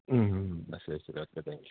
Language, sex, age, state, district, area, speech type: Malayalam, male, 30-45, Kerala, Idukki, rural, conversation